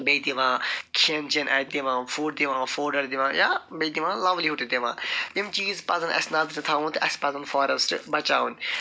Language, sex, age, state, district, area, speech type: Kashmiri, male, 45-60, Jammu and Kashmir, Budgam, urban, spontaneous